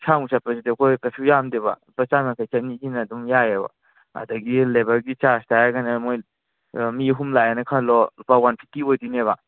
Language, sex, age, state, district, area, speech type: Manipuri, male, 18-30, Manipur, Kangpokpi, urban, conversation